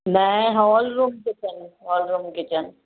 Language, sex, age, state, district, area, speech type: Sindhi, female, 60+, Gujarat, Surat, urban, conversation